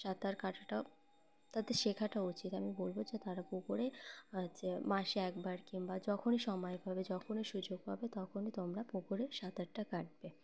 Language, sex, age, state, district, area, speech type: Bengali, female, 18-30, West Bengal, Uttar Dinajpur, urban, spontaneous